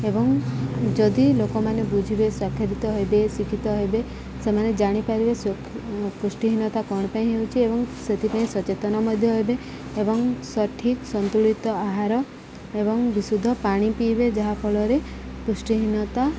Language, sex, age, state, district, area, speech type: Odia, female, 30-45, Odisha, Subarnapur, urban, spontaneous